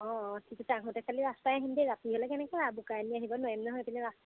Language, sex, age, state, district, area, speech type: Assamese, female, 30-45, Assam, Golaghat, urban, conversation